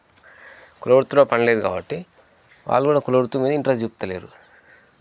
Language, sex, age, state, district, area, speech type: Telugu, male, 30-45, Telangana, Jangaon, rural, spontaneous